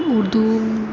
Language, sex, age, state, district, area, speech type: Urdu, female, 30-45, Uttar Pradesh, Aligarh, rural, spontaneous